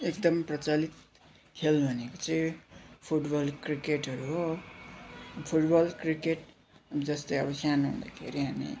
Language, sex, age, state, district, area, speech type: Nepali, male, 18-30, West Bengal, Darjeeling, rural, spontaneous